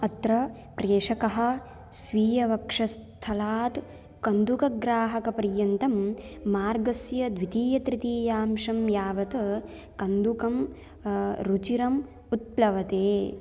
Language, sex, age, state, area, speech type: Sanskrit, female, 18-30, Gujarat, rural, read